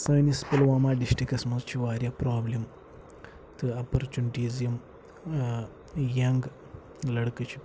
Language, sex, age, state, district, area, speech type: Kashmiri, male, 18-30, Jammu and Kashmir, Pulwama, rural, spontaneous